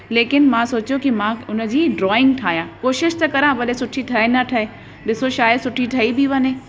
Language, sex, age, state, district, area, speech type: Sindhi, female, 30-45, Uttar Pradesh, Lucknow, urban, spontaneous